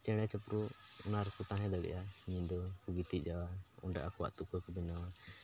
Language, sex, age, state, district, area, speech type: Santali, male, 30-45, Jharkhand, Pakur, rural, spontaneous